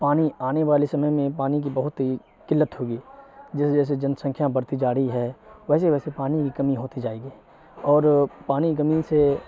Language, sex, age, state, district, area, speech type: Urdu, male, 18-30, Bihar, Supaul, rural, spontaneous